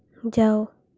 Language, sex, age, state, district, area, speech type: Odia, female, 18-30, Odisha, Koraput, urban, read